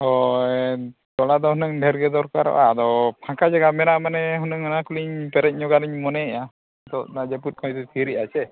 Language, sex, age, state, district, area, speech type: Santali, male, 45-60, Odisha, Mayurbhanj, rural, conversation